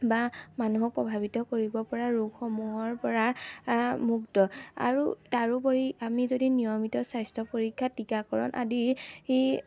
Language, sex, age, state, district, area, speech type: Assamese, female, 18-30, Assam, Majuli, urban, spontaneous